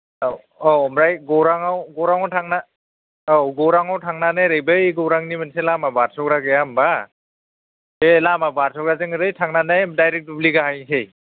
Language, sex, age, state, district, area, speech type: Bodo, male, 30-45, Assam, Kokrajhar, rural, conversation